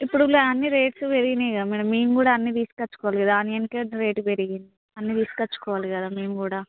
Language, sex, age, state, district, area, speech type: Telugu, female, 30-45, Telangana, Hanamkonda, rural, conversation